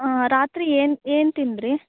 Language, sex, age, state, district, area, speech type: Kannada, female, 18-30, Karnataka, Chikkaballapur, rural, conversation